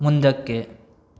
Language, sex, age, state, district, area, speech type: Kannada, male, 18-30, Karnataka, Mysore, rural, read